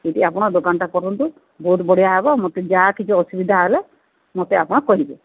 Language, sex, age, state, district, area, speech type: Odia, female, 45-60, Odisha, Sundergarh, rural, conversation